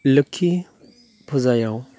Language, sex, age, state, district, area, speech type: Bodo, male, 45-60, Assam, Chirang, rural, spontaneous